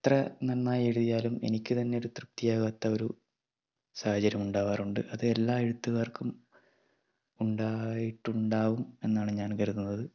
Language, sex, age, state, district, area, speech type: Malayalam, male, 18-30, Kerala, Kannur, rural, spontaneous